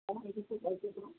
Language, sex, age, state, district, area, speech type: Hindi, female, 45-60, Uttar Pradesh, Chandauli, rural, conversation